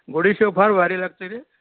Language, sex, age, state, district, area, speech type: Marathi, male, 60+, Maharashtra, Nashik, urban, conversation